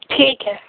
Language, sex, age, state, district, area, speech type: Urdu, female, 18-30, Uttar Pradesh, Gautam Buddha Nagar, rural, conversation